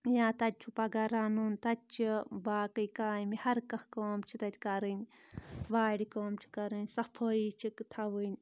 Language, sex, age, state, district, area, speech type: Kashmiri, female, 18-30, Jammu and Kashmir, Anantnag, rural, spontaneous